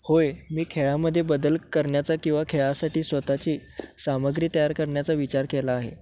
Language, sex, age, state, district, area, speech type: Marathi, male, 18-30, Maharashtra, Sangli, urban, spontaneous